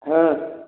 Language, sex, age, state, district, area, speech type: Hindi, male, 30-45, Uttar Pradesh, Hardoi, rural, conversation